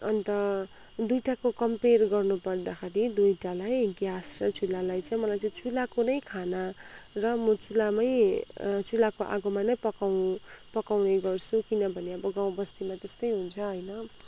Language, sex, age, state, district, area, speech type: Nepali, female, 45-60, West Bengal, Kalimpong, rural, spontaneous